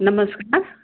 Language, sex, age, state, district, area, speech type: Marathi, female, 60+, Maharashtra, Kolhapur, urban, conversation